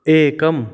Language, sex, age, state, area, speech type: Sanskrit, male, 30-45, Rajasthan, rural, read